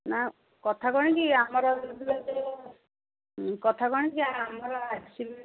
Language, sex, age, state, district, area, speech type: Odia, female, 45-60, Odisha, Angul, rural, conversation